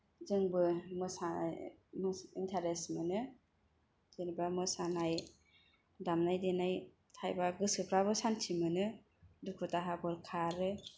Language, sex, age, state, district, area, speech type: Bodo, female, 18-30, Assam, Kokrajhar, urban, spontaneous